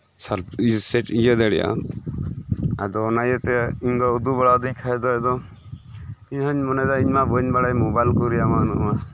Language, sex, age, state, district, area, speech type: Santali, male, 30-45, West Bengal, Birbhum, rural, spontaneous